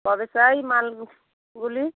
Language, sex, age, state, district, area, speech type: Bengali, female, 45-60, West Bengal, North 24 Parganas, rural, conversation